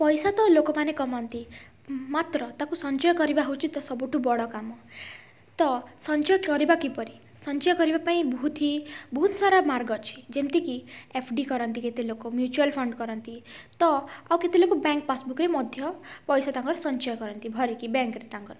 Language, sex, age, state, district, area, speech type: Odia, female, 18-30, Odisha, Kalahandi, rural, spontaneous